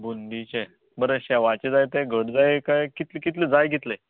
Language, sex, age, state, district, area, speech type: Goan Konkani, male, 45-60, Goa, Canacona, rural, conversation